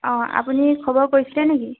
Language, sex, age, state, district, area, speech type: Assamese, female, 18-30, Assam, Dhemaji, urban, conversation